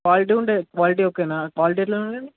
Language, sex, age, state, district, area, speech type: Telugu, male, 18-30, Telangana, Sangareddy, urban, conversation